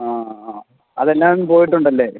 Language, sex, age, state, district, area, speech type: Malayalam, male, 18-30, Kerala, Alappuzha, rural, conversation